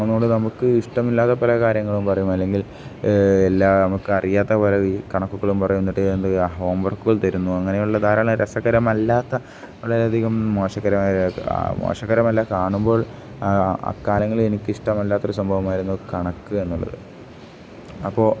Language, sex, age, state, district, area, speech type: Malayalam, male, 18-30, Kerala, Kozhikode, rural, spontaneous